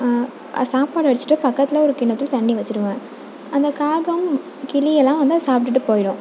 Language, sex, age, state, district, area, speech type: Tamil, female, 18-30, Tamil Nadu, Mayiladuthurai, urban, spontaneous